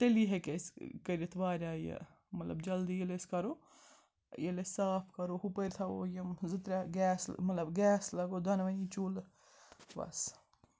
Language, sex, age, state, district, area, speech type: Kashmiri, female, 18-30, Jammu and Kashmir, Srinagar, urban, spontaneous